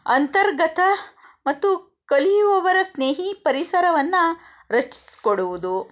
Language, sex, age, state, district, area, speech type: Kannada, female, 30-45, Karnataka, Shimoga, rural, spontaneous